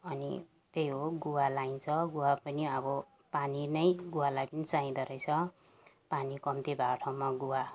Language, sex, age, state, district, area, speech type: Nepali, female, 60+, West Bengal, Jalpaiguri, rural, spontaneous